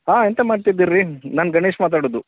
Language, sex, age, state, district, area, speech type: Kannada, male, 30-45, Karnataka, Udupi, urban, conversation